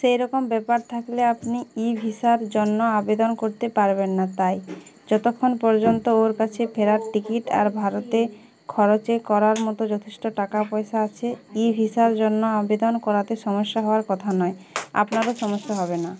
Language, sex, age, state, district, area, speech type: Bengali, female, 18-30, West Bengal, Uttar Dinajpur, urban, read